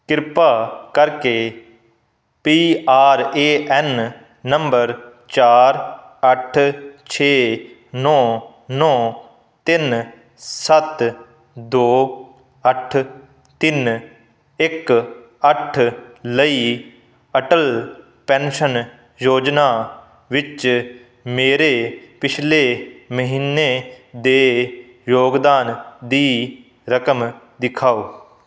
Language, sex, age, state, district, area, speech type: Punjabi, male, 18-30, Punjab, Fazilka, rural, read